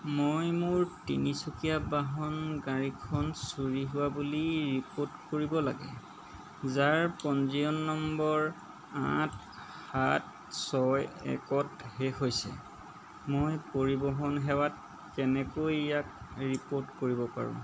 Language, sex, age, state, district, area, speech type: Assamese, male, 30-45, Assam, Golaghat, urban, read